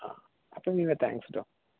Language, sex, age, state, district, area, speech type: Malayalam, male, 18-30, Kerala, Palakkad, urban, conversation